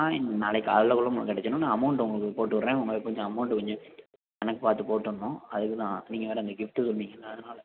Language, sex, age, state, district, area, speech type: Tamil, male, 18-30, Tamil Nadu, Perambalur, rural, conversation